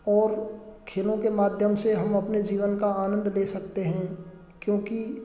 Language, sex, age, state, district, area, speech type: Hindi, male, 30-45, Rajasthan, Karauli, urban, spontaneous